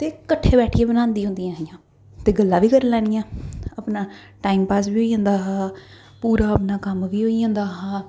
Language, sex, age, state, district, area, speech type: Dogri, female, 18-30, Jammu and Kashmir, Jammu, urban, spontaneous